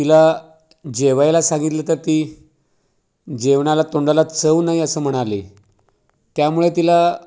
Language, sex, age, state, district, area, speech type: Marathi, male, 45-60, Maharashtra, Raigad, rural, spontaneous